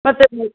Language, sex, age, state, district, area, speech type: Kannada, female, 45-60, Karnataka, Gulbarga, urban, conversation